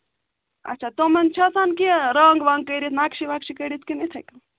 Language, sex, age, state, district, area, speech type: Kashmiri, female, 30-45, Jammu and Kashmir, Ganderbal, rural, conversation